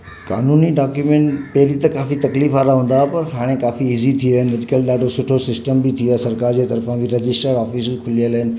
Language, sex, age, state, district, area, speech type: Sindhi, male, 45-60, Maharashtra, Mumbai Suburban, urban, spontaneous